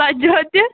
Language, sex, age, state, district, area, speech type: Kashmiri, female, 18-30, Jammu and Kashmir, Kulgam, rural, conversation